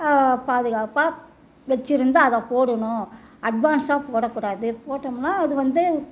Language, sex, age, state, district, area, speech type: Tamil, female, 60+, Tamil Nadu, Salem, rural, spontaneous